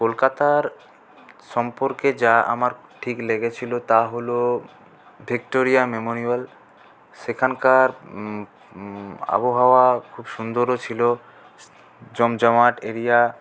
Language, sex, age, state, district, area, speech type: Bengali, male, 18-30, West Bengal, Paschim Bardhaman, rural, spontaneous